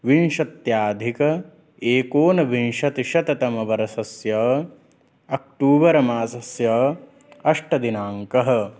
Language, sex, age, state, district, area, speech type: Sanskrit, male, 18-30, Uttar Pradesh, Lucknow, urban, spontaneous